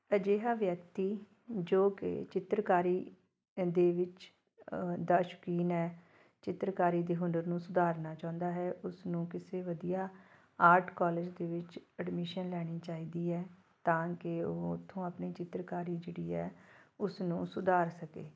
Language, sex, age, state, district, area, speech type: Punjabi, female, 45-60, Punjab, Fatehgarh Sahib, urban, spontaneous